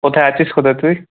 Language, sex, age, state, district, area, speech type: Bengali, male, 18-30, West Bengal, Kolkata, urban, conversation